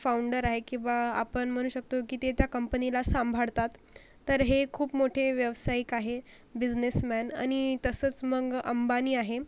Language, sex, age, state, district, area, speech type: Marathi, female, 45-60, Maharashtra, Akola, rural, spontaneous